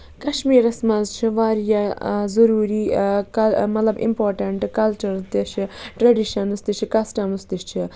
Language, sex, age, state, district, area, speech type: Kashmiri, female, 30-45, Jammu and Kashmir, Budgam, rural, spontaneous